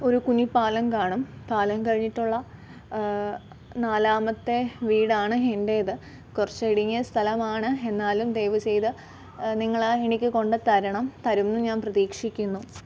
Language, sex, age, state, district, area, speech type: Malayalam, female, 18-30, Kerala, Alappuzha, rural, spontaneous